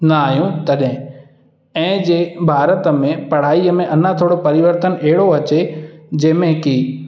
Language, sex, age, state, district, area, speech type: Sindhi, male, 18-30, Madhya Pradesh, Katni, urban, spontaneous